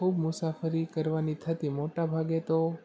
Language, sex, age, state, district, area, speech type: Gujarati, male, 18-30, Gujarat, Rajkot, urban, spontaneous